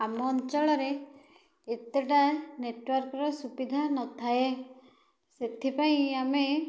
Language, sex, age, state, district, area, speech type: Odia, female, 18-30, Odisha, Dhenkanal, rural, spontaneous